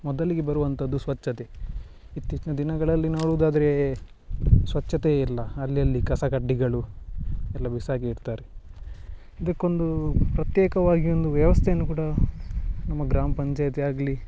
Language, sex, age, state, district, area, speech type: Kannada, male, 30-45, Karnataka, Dakshina Kannada, rural, spontaneous